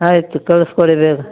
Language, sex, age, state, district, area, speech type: Kannada, female, 60+, Karnataka, Mandya, rural, conversation